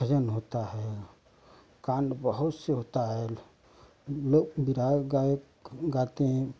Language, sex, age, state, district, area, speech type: Hindi, male, 45-60, Uttar Pradesh, Ghazipur, rural, spontaneous